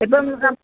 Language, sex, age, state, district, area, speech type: Malayalam, female, 30-45, Kerala, Malappuram, rural, conversation